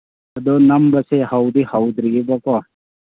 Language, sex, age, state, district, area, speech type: Manipuri, male, 18-30, Manipur, Kangpokpi, urban, conversation